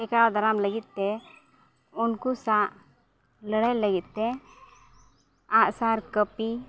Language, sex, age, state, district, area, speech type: Santali, female, 30-45, Jharkhand, East Singhbhum, rural, spontaneous